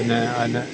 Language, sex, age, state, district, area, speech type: Malayalam, male, 60+, Kerala, Kollam, rural, spontaneous